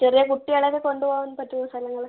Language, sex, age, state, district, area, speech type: Malayalam, female, 18-30, Kerala, Wayanad, rural, conversation